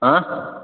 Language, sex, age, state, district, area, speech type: Hindi, male, 18-30, Rajasthan, Jodhpur, urban, conversation